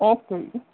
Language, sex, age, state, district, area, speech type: Punjabi, female, 30-45, Punjab, Pathankot, rural, conversation